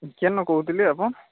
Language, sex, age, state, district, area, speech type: Odia, male, 45-60, Odisha, Nuapada, urban, conversation